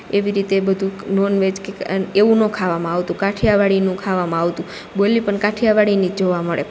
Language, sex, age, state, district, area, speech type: Gujarati, female, 18-30, Gujarat, Rajkot, rural, spontaneous